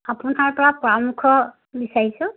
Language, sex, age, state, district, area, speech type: Assamese, female, 60+, Assam, Dibrugarh, rural, conversation